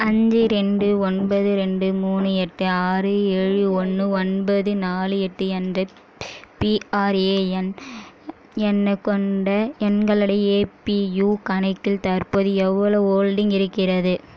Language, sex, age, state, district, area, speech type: Tamil, female, 18-30, Tamil Nadu, Kallakurichi, rural, read